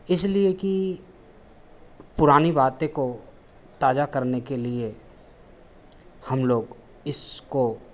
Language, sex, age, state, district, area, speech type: Hindi, male, 45-60, Bihar, Begusarai, urban, spontaneous